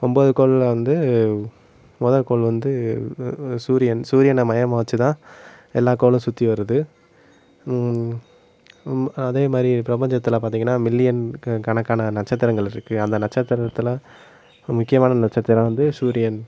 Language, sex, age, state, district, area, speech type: Tamil, male, 18-30, Tamil Nadu, Madurai, urban, spontaneous